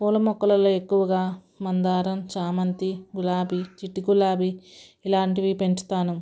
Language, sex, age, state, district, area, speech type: Telugu, female, 45-60, Andhra Pradesh, Guntur, rural, spontaneous